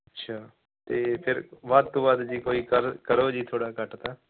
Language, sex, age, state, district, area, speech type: Punjabi, male, 18-30, Punjab, Fazilka, rural, conversation